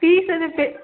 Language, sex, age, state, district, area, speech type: Tamil, female, 18-30, Tamil Nadu, Karur, rural, conversation